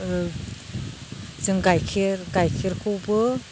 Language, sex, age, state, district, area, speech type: Bodo, female, 45-60, Assam, Udalguri, rural, spontaneous